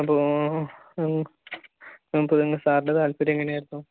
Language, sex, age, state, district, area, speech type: Malayalam, male, 18-30, Kerala, Palakkad, rural, conversation